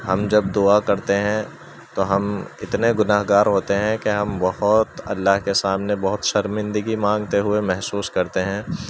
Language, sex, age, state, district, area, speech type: Urdu, male, 18-30, Uttar Pradesh, Gautam Buddha Nagar, rural, spontaneous